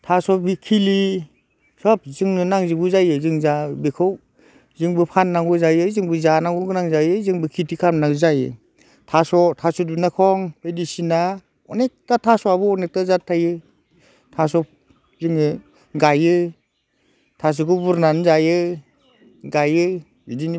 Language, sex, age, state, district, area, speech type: Bodo, male, 45-60, Assam, Udalguri, rural, spontaneous